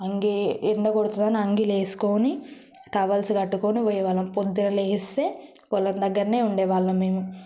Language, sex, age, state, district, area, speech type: Telugu, female, 18-30, Telangana, Yadadri Bhuvanagiri, rural, spontaneous